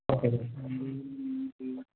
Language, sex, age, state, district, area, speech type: Tamil, male, 18-30, Tamil Nadu, Tiruvannamalai, urban, conversation